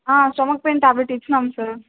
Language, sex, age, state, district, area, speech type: Telugu, female, 18-30, Andhra Pradesh, Chittoor, rural, conversation